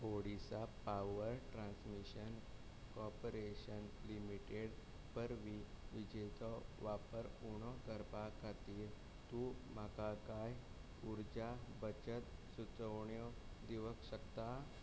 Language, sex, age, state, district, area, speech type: Goan Konkani, male, 18-30, Goa, Salcete, rural, read